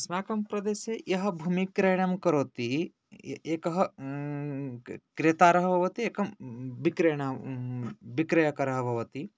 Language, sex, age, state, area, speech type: Sanskrit, male, 18-30, Odisha, rural, spontaneous